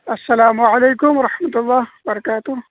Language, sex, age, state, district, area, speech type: Urdu, male, 30-45, Bihar, Purnia, rural, conversation